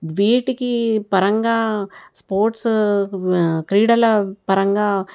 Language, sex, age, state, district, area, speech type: Telugu, female, 60+, Telangana, Ranga Reddy, rural, spontaneous